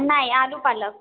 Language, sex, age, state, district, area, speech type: Marathi, female, 30-45, Maharashtra, Nagpur, urban, conversation